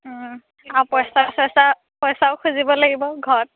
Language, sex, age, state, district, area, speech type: Assamese, female, 18-30, Assam, Lakhimpur, rural, conversation